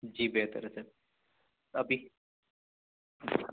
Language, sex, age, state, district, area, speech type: Urdu, male, 30-45, Delhi, North East Delhi, urban, conversation